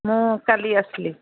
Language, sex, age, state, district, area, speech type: Odia, female, 45-60, Odisha, Angul, rural, conversation